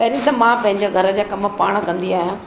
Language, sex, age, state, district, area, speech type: Sindhi, female, 45-60, Maharashtra, Mumbai Suburban, urban, spontaneous